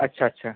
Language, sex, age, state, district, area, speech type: Bengali, male, 30-45, West Bengal, Purba Medinipur, rural, conversation